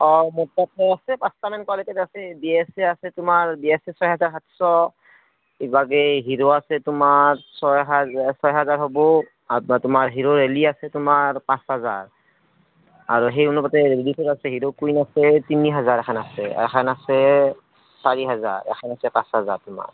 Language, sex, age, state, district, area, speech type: Assamese, male, 30-45, Assam, Barpeta, rural, conversation